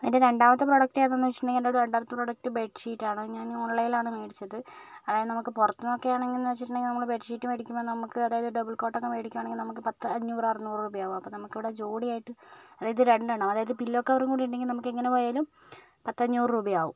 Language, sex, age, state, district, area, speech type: Malayalam, female, 18-30, Kerala, Kozhikode, urban, spontaneous